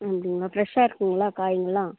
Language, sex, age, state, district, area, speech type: Tamil, female, 30-45, Tamil Nadu, Ranipet, urban, conversation